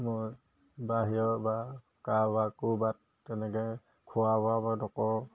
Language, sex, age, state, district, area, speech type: Assamese, male, 30-45, Assam, Majuli, urban, spontaneous